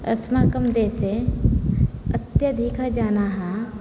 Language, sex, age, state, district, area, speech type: Sanskrit, female, 18-30, Odisha, Cuttack, rural, spontaneous